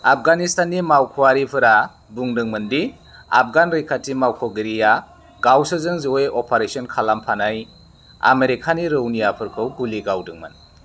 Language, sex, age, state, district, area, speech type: Bodo, male, 30-45, Assam, Chirang, rural, read